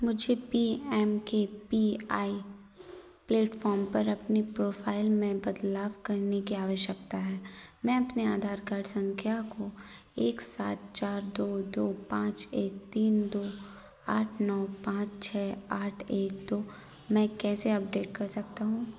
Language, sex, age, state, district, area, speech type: Hindi, female, 18-30, Madhya Pradesh, Narsinghpur, rural, read